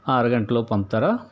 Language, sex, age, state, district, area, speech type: Telugu, male, 60+, Andhra Pradesh, Palnadu, urban, spontaneous